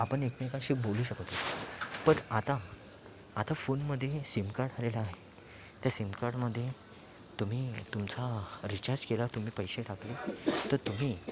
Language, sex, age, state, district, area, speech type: Marathi, male, 18-30, Maharashtra, Thane, urban, spontaneous